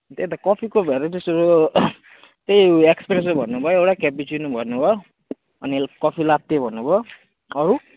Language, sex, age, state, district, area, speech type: Nepali, male, 18-30, West Bengal, Kalimpong, rural, conversation